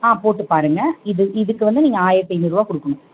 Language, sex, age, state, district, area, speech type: Tamil, female, 30-45, Tamil Nadu, Chengalpattu, urban, conversation